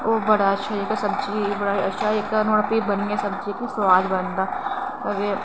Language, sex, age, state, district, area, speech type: Dogri, female, 30-45, Jammu and Kashmir, Reasi, rural, spontaneous